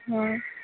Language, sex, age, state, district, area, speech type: Odia, female, 45-60, Odisha, Sambalpur, rural, conversation